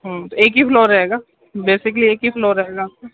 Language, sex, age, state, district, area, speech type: Urdu, male, 30-45, Uttar Pradesh, Gautam Buddha Nagar, urban, conversation